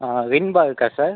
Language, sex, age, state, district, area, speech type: Tamil, male, 30-45, Tamil Nadu, Viluppuram, rural, conversation